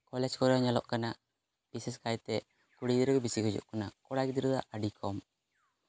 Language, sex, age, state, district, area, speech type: Santali, male, 18-30, West Bengal, Jhargram, rural, spontaneous